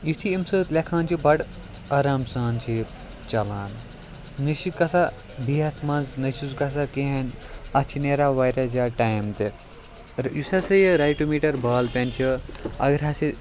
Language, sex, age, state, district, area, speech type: Kashmiri, male, 18-30, Jammu and Kashmir, Kupwara, rural, spontaneous